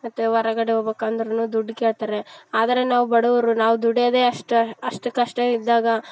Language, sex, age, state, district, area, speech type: Kannada, female, 18-30, Karnataka, Vijayanagara, rural, spontaneous